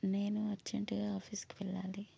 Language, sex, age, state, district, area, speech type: Telugu, female, 30-45, Telangana, Hanamkonda, urban, spontaneous